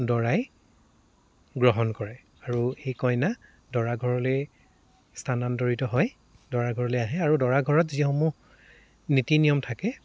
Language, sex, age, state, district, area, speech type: Assamese, male, 18-30, Assam, Dibrugarh, rural, spontaneous